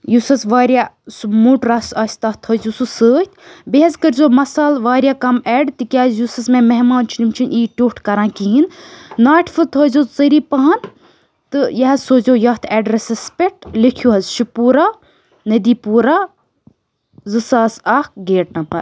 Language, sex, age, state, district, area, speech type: Kashmiri, female, 18-30, Jammu and Kashmir, Budgam, rural, spontaneous